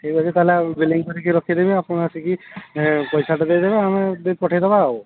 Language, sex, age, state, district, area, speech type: Odia, male, 18-30, Odisha, Mayurbhanj, rural, conversation